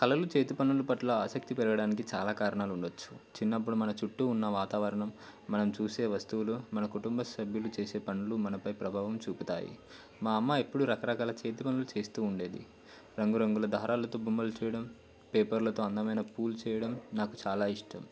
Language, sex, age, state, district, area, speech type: Telugu, male, 18-30, Telangana, Komaram Bheem, urban, spontaneous